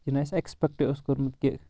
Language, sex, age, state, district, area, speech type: Kashmiri, male, 30-45, Jammu and Kashmir, Shopian, urban, spontaneous